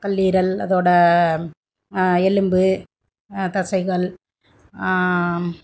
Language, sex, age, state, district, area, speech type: Tamil, female, 45-60, Tamil Nadu, Thanjavur, rural, spontaneous